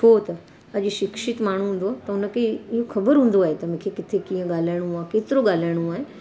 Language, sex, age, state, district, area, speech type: Sindhi, female, 45-60, Gujarat, Surat, urban, spontaneous